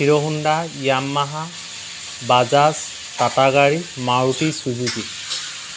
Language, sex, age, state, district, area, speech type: Assamese, male, 45-60, Assam, Dhemaji, rural, spontaneous